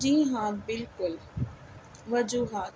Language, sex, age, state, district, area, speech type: Urdu, female, 45-60, Delhi, South Delhi, urban, spontaneous